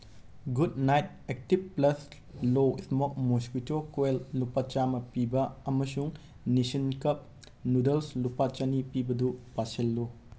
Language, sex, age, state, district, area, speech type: Manipuri, male, 18-30, Manipur, Imphal West, rural, read